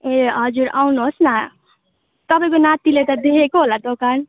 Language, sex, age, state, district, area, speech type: Nepali, female, 18-30, West Bengal, Jalpaiguri, rural, conversation